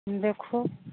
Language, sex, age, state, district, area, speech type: Maithili, female, 45-60, Bihar, Begusarai, rural, conversation